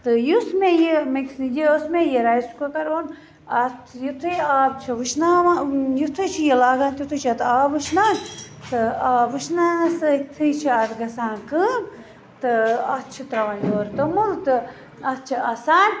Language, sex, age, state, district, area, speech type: Kashmiri, female, 60+, Jammu and Kashmir, Budgam, rural, spontaneous